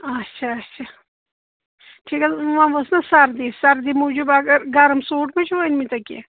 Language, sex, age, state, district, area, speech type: Kashmiri, female, 60+, Jammu and Kashmir, Pulwama, rural, conversation